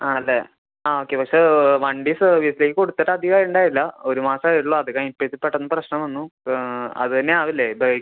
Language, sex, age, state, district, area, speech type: Malayalam, male, 18-30, Kerala, Thrissur, rural, conversation